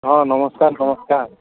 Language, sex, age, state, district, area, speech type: Odia, female, 45-60, Odisha, Nuapada, urban, conversation